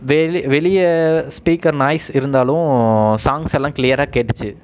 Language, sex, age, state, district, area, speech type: Tamil, male, 30-45, Tamil Nadu, Erode, rural, spontaneous